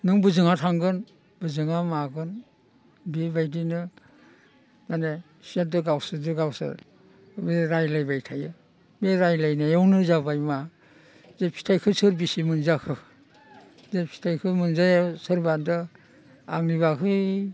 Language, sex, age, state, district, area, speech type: Bodo, male, 60+, Assam, Baksa, urban, spontaneous